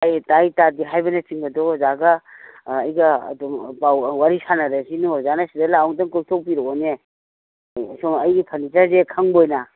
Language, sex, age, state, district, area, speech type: Manipuri, female, 60+, Manipur, Imphal East, rural, conversation